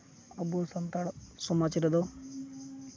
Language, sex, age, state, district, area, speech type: Santali, male, 18-30, West Bengal, Uttar Dinajpur, rural, spontaneous